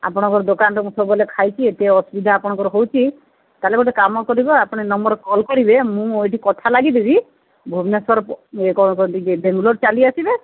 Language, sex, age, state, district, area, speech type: Odia, female, 45-60, Odisha, Sundergarh, rural, conversation